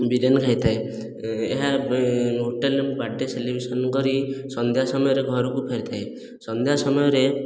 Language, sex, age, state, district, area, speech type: Odia, male, 18-30, Odisha, Khordha, rural, spontaneous